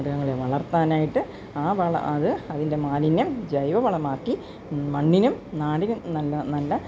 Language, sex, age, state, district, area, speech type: Malayalam, female, 60+, Kerala, Alappuzha, urban, spontaneous